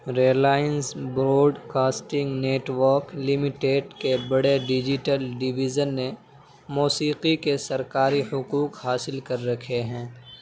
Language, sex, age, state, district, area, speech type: Urdu, male, 18-30, Delhi, Central Delhi, urban, read